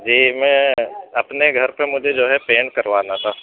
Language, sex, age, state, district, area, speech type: Urdu, male, 45-60, Uttar Pradesh, Gautam Buddha Nagar, rural, conversation